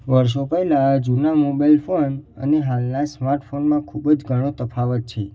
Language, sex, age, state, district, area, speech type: Gujarati, male, 18-30, Gujarat, Mehsana, rural, spontaneous